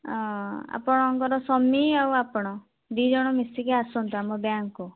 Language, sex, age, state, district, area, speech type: Odia, female, 30-45, Odisha, Boudh, rural, conversation